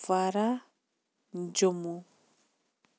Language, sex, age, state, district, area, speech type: Kashmiri, female, 30-45, Jammu and Kashmir, Shopian, rural, spontaneous